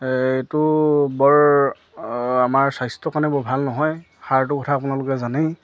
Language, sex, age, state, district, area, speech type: Assamese, male, 30-45, Assam, Charaideo, rural, spontaneous